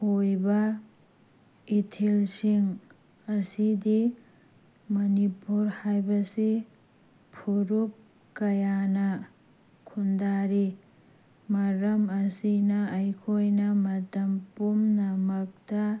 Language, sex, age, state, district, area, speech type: Manipuri, female, 18-30, Manipur, Tengnoupal, urban, spontaneous